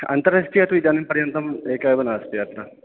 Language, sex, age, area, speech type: Sanskrit, male, 30-45, rural, conversation